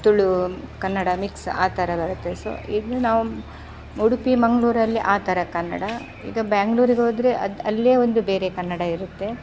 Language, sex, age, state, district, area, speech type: Kannada, female, 30-45, Karnataka, Udupi, rural, spontaneous